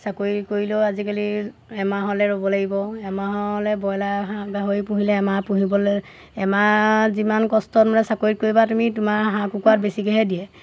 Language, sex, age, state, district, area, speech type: Assamese, female, 30-45, Assam, Golaghat, rural, spontaneous